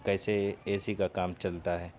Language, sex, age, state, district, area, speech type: Urdu, male, 18-30, Bihar, Purnia, rural, spontaneous